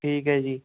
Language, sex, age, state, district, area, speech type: Punjabi, male, 18-30, Punjab, Shaheed Bhagat Singh Nagar, urban, conversation